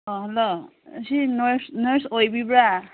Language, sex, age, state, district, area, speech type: Manipuri, female, 30-45, Manipur, Senapati, rural, conversation